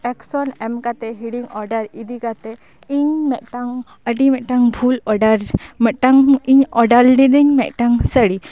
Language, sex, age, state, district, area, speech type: Santali, female, 18-30, West Bengal, Bankura, rural, spontaneous